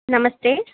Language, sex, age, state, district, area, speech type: Sanskrit, female, 18-30, Kerala, Thrissur, urban, conversation